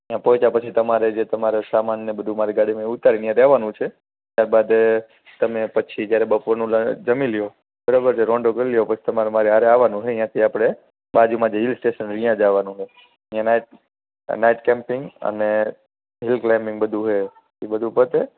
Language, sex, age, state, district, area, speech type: Gujarati, male, 18-30, Gujarat, Morbi, urban, conversation